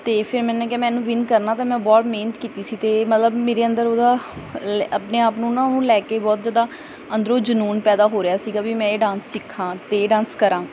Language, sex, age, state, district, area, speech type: Punjabi, female, 18-30, Punjab, Bathinda, rural, spontaneous